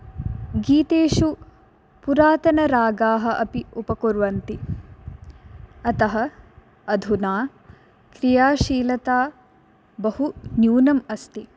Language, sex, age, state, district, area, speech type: Sanskrit, female, 18-30, Karnataka, Dakshina Kannada, urban, spontaneous